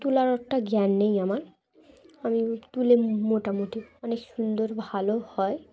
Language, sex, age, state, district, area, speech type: Bengali, female, 18-30, West Bengal, Dakshin Dinajpur, urban, spontaneous